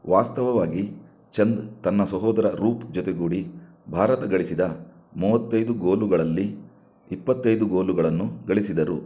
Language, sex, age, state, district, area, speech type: Kannada, male, 30-45, Karnataka, Shimoga, rural, read